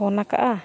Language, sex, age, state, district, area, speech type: Santali, female, 18-30, Jharkhand, Bokaro, rural, spontaneous